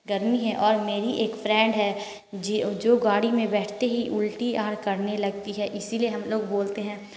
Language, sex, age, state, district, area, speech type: Hindi, female, 18-30, Bihar, Samastipur, rural, spontaneous